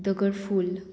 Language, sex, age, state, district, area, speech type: Goan Konkani, female, 18-30, Goa, Murmgao, urban, spontaneous